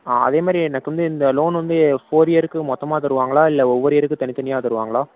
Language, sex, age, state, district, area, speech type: Tamil, male, 18-30, Tamil Nadu, Mayiladuthurai, urban, conversation